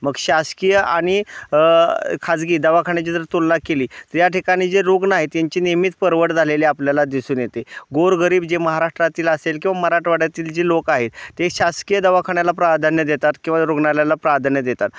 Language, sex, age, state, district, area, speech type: Marathi, male, 30-45, Maharashtra, Osmanabad, rural, spontaneous